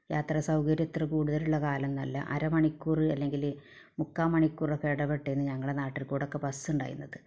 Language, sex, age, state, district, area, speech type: Malayalam, female, 45-60, Kerala, Malappuram, rural, spontaneous